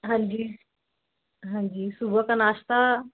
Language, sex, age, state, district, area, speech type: Punjabi, female, 30-45, Punjab, Ludhiana, urban, conversation